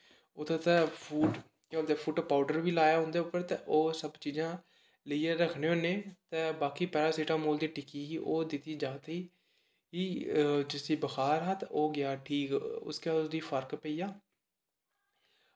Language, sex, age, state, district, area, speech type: Dogri, male, 18-30, Jammu and Kashmir, Kathua, rural, spontaneous